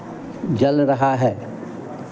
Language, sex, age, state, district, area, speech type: Hindi, male, 60+, Bihar, Madhepura, rural, spontaneous